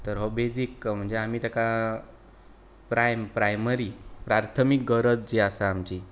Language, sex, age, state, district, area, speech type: Goan Konkani, male, 30-45, Goa, Bardez, rural, spontaneous